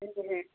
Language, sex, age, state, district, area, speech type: Hindi, female, 45-60, Uttar Pradesh, Prayagraj, rural, conversation